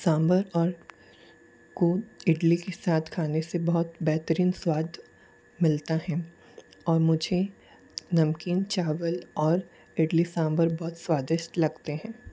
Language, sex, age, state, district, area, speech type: Hindi, male, 18-30, Rajasthan, Jodhpur, urban, spontaneous